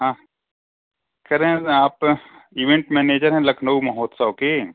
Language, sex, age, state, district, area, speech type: Hindi, male, 45-60, Uttar Pradesh, Mau, rural, conversation